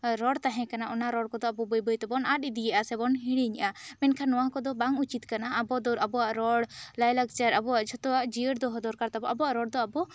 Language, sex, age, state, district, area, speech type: Santali, female, 18-30, West Bengal, Bankura, rural, spontaneous